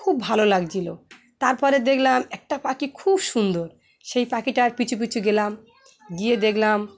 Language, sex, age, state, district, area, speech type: Bengali, female, 45-60, West Bengal, Dakshin Dinajpur, urban, spontaneous